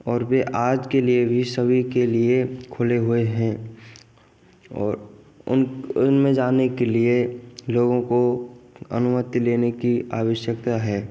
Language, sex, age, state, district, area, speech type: Hindi, male, 18-30, Rajasthan, Bharatpur, rural, spontaneous